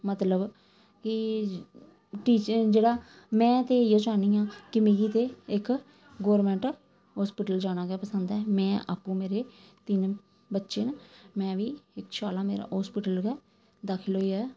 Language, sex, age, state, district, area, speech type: Dogri, female, 30-45, Jammu and Kashmir, Samba, rural, spontaneous